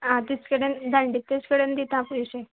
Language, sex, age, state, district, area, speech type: Goan Konkani, female, 18-30, Goa, Canacona, rural, conversation